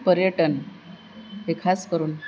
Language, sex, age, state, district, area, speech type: Marathi, female, 45-60, Maharashtra, Nanded, rural, spontaneous